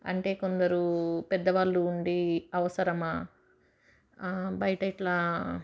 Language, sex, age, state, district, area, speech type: Telugu, female, 30-45, Telangana, Medchal, rural, spontaneous